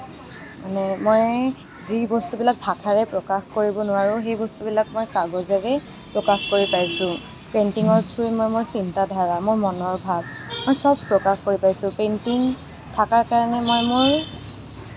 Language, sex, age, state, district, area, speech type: Assamese, female, 18-30, Assam, Kamrup Metropolitan, urban, spontaneous